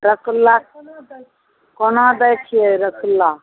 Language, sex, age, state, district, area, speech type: Maithili, female, 60+, Bihar, Araria, rural, conversation